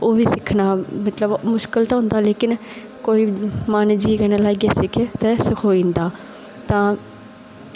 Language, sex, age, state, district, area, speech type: Dogri, female, 18-30, Jammu and Kashmir, Kathua, rural, spontaneous